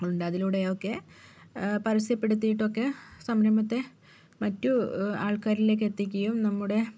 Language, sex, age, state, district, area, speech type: Malayalam, female, 45-60, Kerala, Wayanad, rural, spontaneous